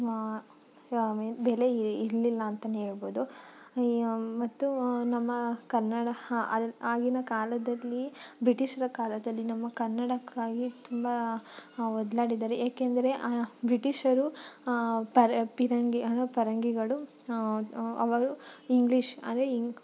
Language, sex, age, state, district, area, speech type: Kannada, female, 30-45, Karnataka, Tumkur, rural, spontaneous